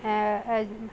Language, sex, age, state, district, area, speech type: Punjabi, female, 30-45, Punjab, Ludhiana, urban, spontaneous